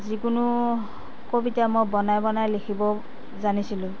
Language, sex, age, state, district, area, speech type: Assamese, female, 60+, Assam, Darrang, rural, spontaneous